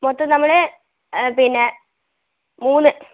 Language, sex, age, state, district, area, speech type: Malayalam, female, 18-30, Kerala, Wayanad, rural, conversation